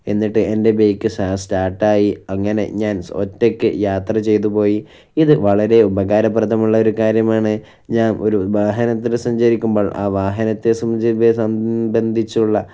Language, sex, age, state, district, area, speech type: Malayalam, male, 18-30, Kerala, Kozhikode, rural, spontaneous